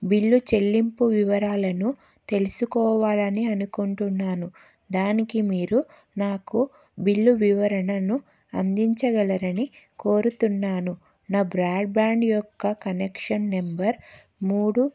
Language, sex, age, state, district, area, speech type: Telugu, female, 30-45, Telangana, Karimnagar, urban, spontaneous